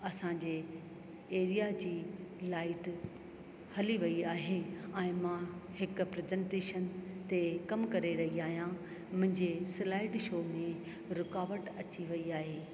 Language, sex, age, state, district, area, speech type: Sindhi, female, 45-60, Rajasthan, Ajmer, urban, spontaneous